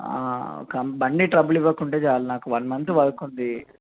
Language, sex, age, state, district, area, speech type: Telugu, male, 18-30, Telangana, Nalgonda, urban, conversation